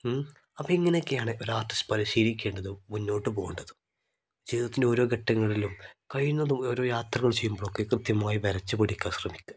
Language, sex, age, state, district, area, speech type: Malayalam, male, 18-30, Kerala, Kozhikode, rural, spontaneous